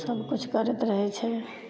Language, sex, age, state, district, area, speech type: Maithili, female, 30-45, Bihar, Madhepura, rural, spontaneous